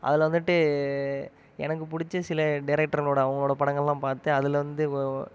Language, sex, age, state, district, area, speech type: Tamil, male, 30-45, Tamil Nadu, Ariyalur, rural, spontaneous